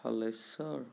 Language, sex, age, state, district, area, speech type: Assamese, male, 30-45, Assam, Sonitpur, rural, spontaneous